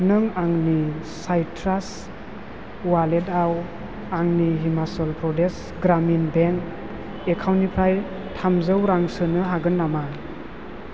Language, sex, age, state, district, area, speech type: Bodo, male, 30-45, Assam, Chirang, rural, read